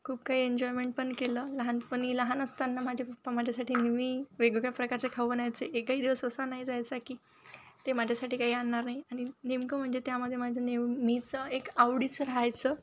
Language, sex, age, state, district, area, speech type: Marathi, female, 18-30, Maharashtra, Wardha, rural, spontaneous